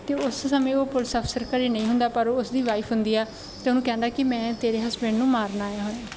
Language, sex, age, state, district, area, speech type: Punjabi, female, 18-30, Punjab, Bathinda, rural, spontaneous